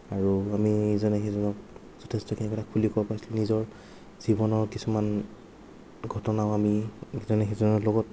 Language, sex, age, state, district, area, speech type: Assamese, male, 18-30, Assam, Sonitpur, rural, spontaneous